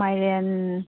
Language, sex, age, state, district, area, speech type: Manipuri, female, 30-45, Manipur, Chandel, rural, conversation